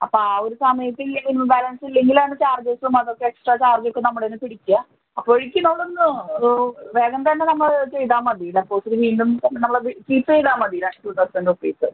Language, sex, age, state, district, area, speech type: Malayalam, female, 30-45, Kerala, Palakkad, urban, conversation